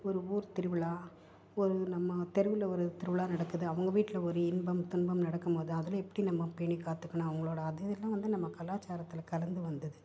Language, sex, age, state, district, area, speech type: Tamil, female, 45-60, Tamil Nadu, Tiruppur, urban, spontaneous